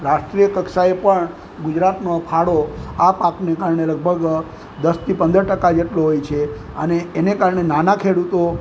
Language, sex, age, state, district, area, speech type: Gujarati, male, 60+, Gujarat, Junagadh, urban, spontaneous